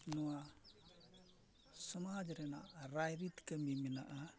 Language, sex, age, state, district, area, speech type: Santali, male, 45-60, Odisha, Mayurbhanj, rural, spontaneous